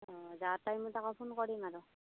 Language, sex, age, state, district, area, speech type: Assamese, female, 45-60, Assam, Darrang, rural, conversation